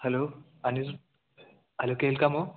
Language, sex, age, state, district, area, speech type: Malayalam, male, 18-30, Kerala, Kasaragod, rural, conversation